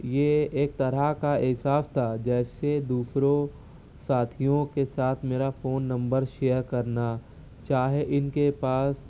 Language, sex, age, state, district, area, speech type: Urdu, male, 18-30, Maharashtra, Nashik, urban, spontaneous